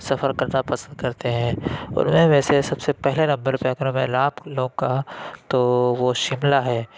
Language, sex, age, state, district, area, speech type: Urdu, male, 30-45, Uttar Pradesh, Lucknow, rural, spontaneous